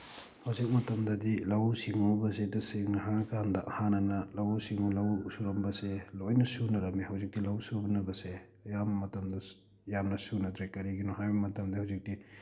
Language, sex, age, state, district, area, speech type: Manipuri, male, 30-45, Manipur, Thoubal, rural, spontaneous